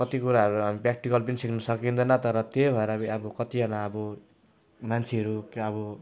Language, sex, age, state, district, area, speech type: Nepali, male, 18-30, West Bengal, Jalpaiguri, rural, spontaneous